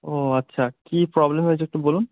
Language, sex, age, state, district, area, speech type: Bengali, male, 18-30, West Bengal, Murshidabad, urban, conversation